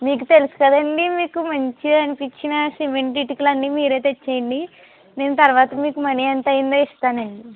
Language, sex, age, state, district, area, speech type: Telugu, male, 45-60, Andhra Pradesh, West Godavari, rural, conversation